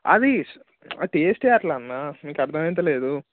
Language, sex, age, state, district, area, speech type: Telugu, male, 18-30, Telangana, Mancherial, rural, conversation